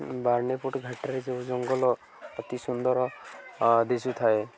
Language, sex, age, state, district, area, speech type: Odia, male, 18-30, Odisha, Koraput, urban, spontaneous